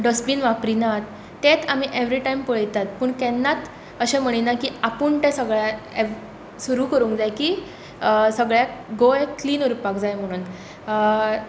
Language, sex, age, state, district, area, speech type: Goan Konkani, female, 18-30, Goa, Tiswadi, rural, spontaneous